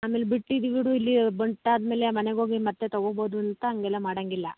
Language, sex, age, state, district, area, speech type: Kannada, female, 45-60, Karnataka, Mandya, rural, conversation